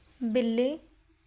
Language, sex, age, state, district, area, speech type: Punjabi, female, 18-30, Punjab, Shaheed Bhagat Singh Nagar, urban, read